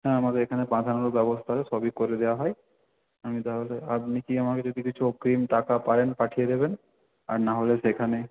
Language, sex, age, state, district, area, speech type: Bengali, male, 18-30, West Bengal, South 24 Parganas, rural, conversation